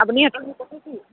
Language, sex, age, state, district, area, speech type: Assamese, female, 30-45, Assam, Charaideo, rural, conversation